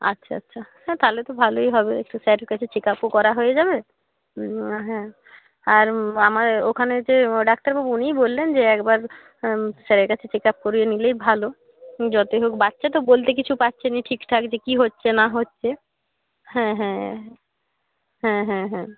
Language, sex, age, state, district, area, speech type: Bengali, female, 18-30, West Bengal, North 24 Parganas, rural, conversation